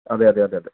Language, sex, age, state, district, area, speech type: Malayalam, male, 18-30, Kerala, Pathanamthitta, rural, conversation